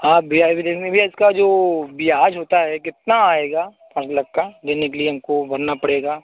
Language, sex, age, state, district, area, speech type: Hindi, male, 30-45, Uttar Pradesh, Mirzapur, rural, conversation